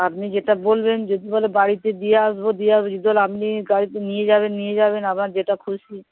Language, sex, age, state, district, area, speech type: Bengali, female, 60+, West Bengal, Dakshin Dinajpur, rural, conversation